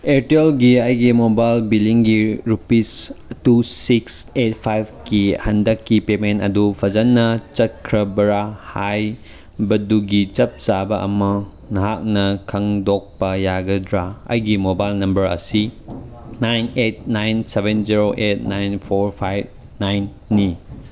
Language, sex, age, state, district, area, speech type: Manipuri, male, 18-30, Manipur, Chandel, rural, read